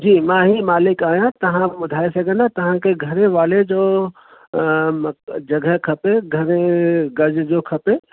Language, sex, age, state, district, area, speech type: Sindhi, male, 60+, Delhi, South Delhi, urban, conversation